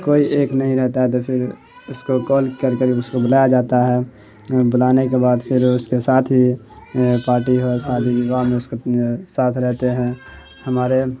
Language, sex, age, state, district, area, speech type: Urdu, male, 18-30, Bihar, Saharsa, rural, spontaneous